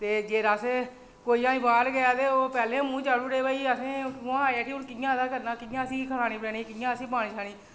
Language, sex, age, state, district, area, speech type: Dogri, female, 45-60, Jammu and Kashmir, Reasi, rural, spontaneous